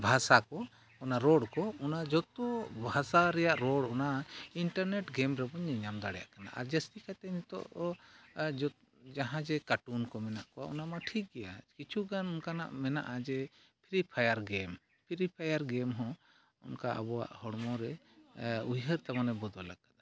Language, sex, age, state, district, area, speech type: Santali, male, 45-60, Jharkhand, East Singhbhum, rural, spontaneous